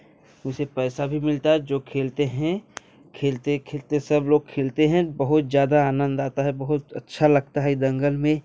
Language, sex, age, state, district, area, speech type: Hindi, male, 18-30, Uttar Pradesh, Jaunpur, rural, spontaneous